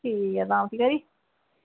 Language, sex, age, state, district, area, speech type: Dogri, female, 30-45, Jammu and Kashmir, Samba, rural, conversation